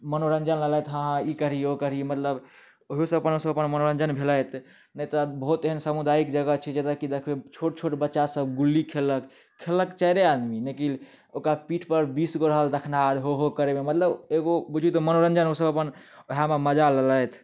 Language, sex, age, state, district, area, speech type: Maithili, male, 18-30, Bihar, Darbhanga, rural, spontaneous